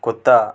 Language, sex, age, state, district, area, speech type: Telugu, male, 18-30, Telangana, Nalgonda, urban, spontaneous